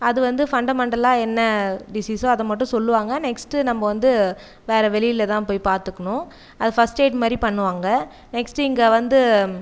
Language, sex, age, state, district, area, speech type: Tamil, female, 30-45, Tamil Nadu, Viluppuram, rural, spontaneous